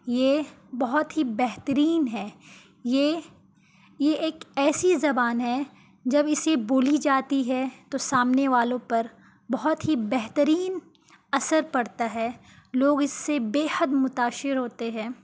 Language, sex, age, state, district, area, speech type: Urdu, female, 18-30, Bihar, Gaya, urban, spontaneous